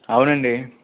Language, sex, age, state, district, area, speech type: Telugu, male, 18-30, Andhra Pradesh, East Godavari, rural, conversation